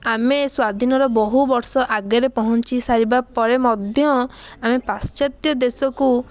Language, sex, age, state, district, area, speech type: Odia, female, 18-30, Odisha, Puri, urban, spontaneous